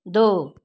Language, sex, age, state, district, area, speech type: Hindi, female, 60+, Uttar Pradesh, Mau, rural, read